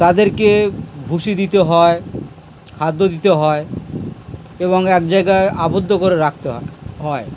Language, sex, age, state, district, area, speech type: Bengali, male, 60+, West Bengal, Dakshin Dinajpur, urban, spontaneous